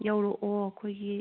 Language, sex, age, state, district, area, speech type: Manipuri, female, 30-45, Manipur, Kangpokpi, urban, conversation